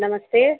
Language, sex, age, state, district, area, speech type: Hindi, female, 45-60, Uttar Pradesh, Azamgarh, rural, conversation